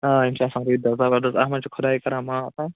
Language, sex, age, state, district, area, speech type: Kashmiri, male, 45-60, Jammu and Kashmir, Budgam, urban, conversation